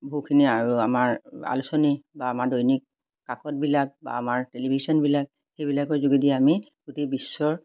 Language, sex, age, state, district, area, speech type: Assamese, female, 60+, Assam, Majuli, urban, spontaneous